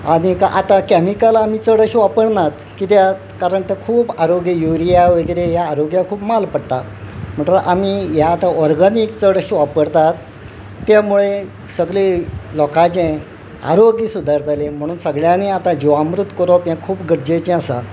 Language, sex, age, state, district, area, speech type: Goan Konkani, male, 60+, Goa, Quepem, rural, spontaneous